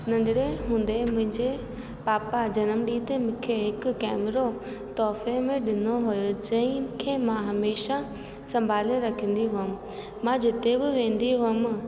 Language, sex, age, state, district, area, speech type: Sindhi, female, 18-30, Rajasthan, Ajmer, urban, spontaneous